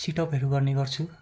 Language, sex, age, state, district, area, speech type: Nepali, male, 18-30, West Bengal, Darjeeling, rural, spontaneous